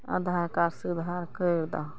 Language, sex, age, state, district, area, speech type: Maithili, female, 45-60, Bihar, Araria, rural, spontaneous